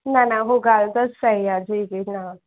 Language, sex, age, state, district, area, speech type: Sindhi, female, 18-30, Uttar Pradesh, Lucknow, urban, conversation